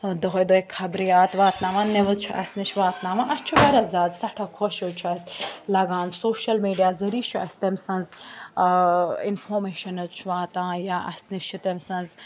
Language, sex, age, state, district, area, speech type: Kashmiri, female, 18-30, Jammu and Kashmir, Bandipora, urban, spontaneous